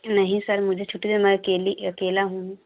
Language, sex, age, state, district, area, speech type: Hindi, female, 30-45, Uttar Pradesh, Prayagraj, rural, conversation